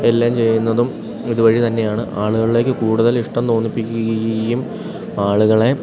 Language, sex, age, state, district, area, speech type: Malayalam, male, 18-30, Kerala, Idukki, rural, spontaneous